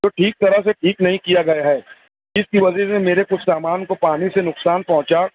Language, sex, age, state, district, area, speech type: Urdu, male, 45-60, Maharashtra, Nashik, urban, conversation